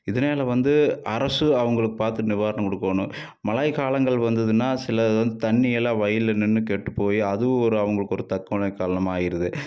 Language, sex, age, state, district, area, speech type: Tamil, male, 60+, Tamil Nadu, Tiruppur, urban, spontaneous